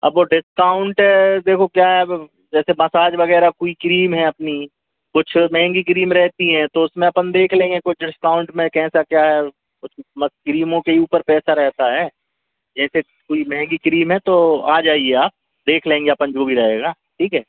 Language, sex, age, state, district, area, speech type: Hindi, male, 45-60, Madhya Pradesh, Hoshangabad, rural, conversation